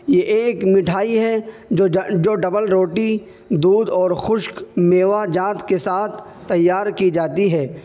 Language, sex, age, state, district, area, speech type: Urdu, male, 18-30, Uttar Pradesh, Saharanpur, urban, spontaneous